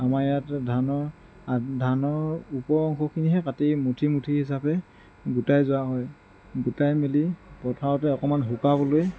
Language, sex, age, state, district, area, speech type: Assamese, male, 30-45, Assam, Tinsukia, rural, spontaneous